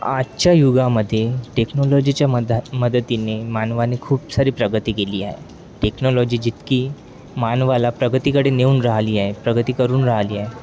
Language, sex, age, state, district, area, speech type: Marathi, male, 18-30, Maharashtra, Wardha, urban, spontaneous